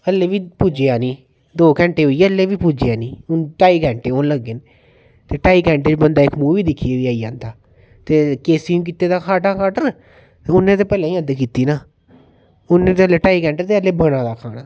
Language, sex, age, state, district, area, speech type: Dogri, male, 30-45, Jammu and Kashmir, Reasi, rural, spontaneous